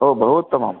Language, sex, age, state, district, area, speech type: Sanskrit, male, 45-60, Andhra Pradesh, Krishna, urban, conversation